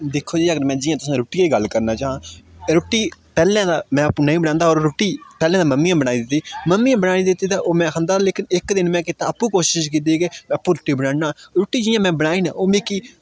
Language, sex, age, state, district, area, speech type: Dogri, male, 18-30, Jammu and Kashmir, Udhampur, rural, spontaneous